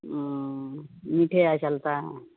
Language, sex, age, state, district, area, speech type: Maithili, female, 30-45, Bihar, Madhepura, rural, conversation